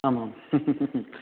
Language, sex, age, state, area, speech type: Sanskrit, male, 30-45, Rajasthan, urban, conversation